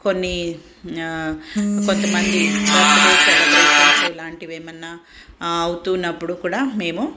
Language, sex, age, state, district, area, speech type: Telugu, female, 45-60, Telangana, Ranga Reddy, rural, spontaneous